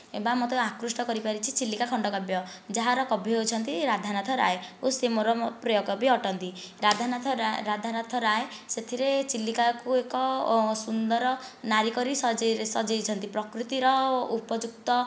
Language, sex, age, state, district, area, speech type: Odia, female, 30-45, Odisha, Nayagarh, rural, spontaneous